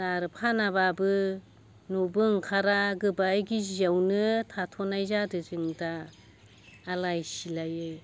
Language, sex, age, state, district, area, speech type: Bodo, female, 60+, Assam, Baksa, rural, spontaneous